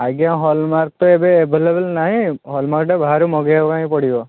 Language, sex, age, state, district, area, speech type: Odia, male, 30-45, Odisha, Balasore, rural, conversation